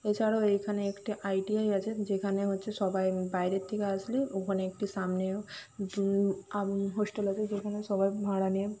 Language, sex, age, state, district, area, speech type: Bengali, female, 45-60, West Bengal, Jhargram, rural, spontaneous